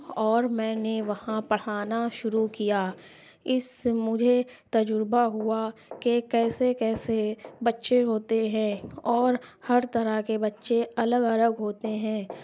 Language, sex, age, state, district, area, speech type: Urdu, female, 60+, Uttar Pradesh, Lucknow, rural, spontaneous